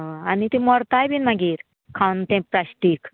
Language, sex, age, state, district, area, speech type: Goan Konkani, female, 45-60, Goa, Murmgao, rural, conversation